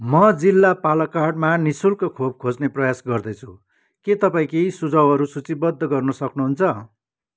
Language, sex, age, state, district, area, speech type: Nepali, male, 45-60, West Bengal, Kalimpong, rural, read